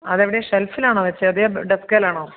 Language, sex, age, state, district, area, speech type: Malayalam, female, 30-45, Kerala, Idukki, rural, conversation